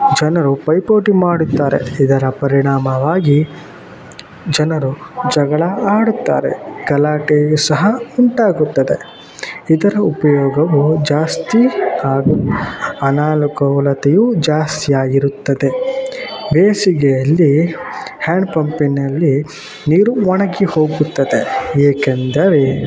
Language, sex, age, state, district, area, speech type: Kannada, male, 18-30, Karnataka, Shimoga, rural, spontaneous